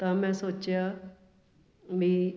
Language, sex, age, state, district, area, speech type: Punjabi, female, 45-60, Punjab, Fatehgarh Sahib, urban, spontaneous